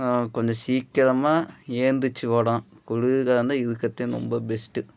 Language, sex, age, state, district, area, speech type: Tamil, male, 18-30, Tamil Nadu, Namakkal, rural, spontaneous